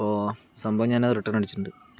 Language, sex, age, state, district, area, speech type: Malayalam, male, 30-45, Kerala, Palakkad, urban, spontaneous